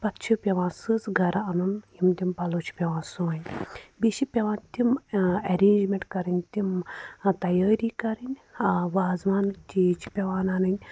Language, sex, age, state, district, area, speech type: Kashmiri, female, 30-45, Jammu and Kashmir, Pulwama, rural, spontaneous